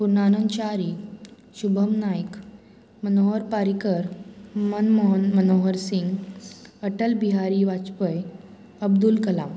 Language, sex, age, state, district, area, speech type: Goan Konkani, female, 18-30, Goa, Murmgao, urban, spontaneous